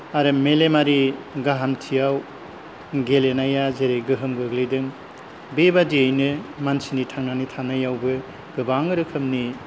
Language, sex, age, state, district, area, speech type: Bodo, male, 60+, Assam, Kokrajhar, rural, spontaneous